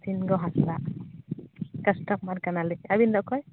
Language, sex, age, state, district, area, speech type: Santali, female, 30-45, Jharkhand, Seraikela Kharsawan, rural, conversation